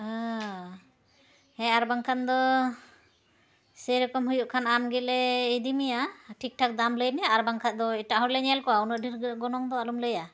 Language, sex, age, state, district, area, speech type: Santali, female, 30-45, West Bengal, Uttar Dinajpur, rural, spontaneous